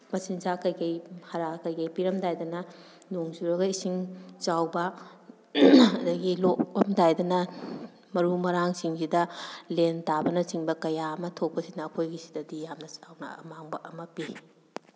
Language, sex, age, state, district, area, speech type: Manipuri, female, 45-60, Manipur, Kakching, rural, spontaneous